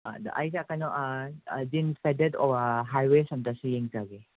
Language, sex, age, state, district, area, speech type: Manipuri, male, 45-60, Manipur, Imphal West, urban, conversation